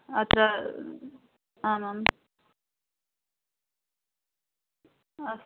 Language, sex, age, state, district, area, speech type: Sanskrit, female, 18-30, Assam, Biswanath, rural, conversation